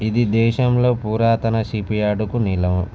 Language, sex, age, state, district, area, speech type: Telugu, male, 45-60, Andhra Pradesh, Visakhapatnam, urban, spontaneous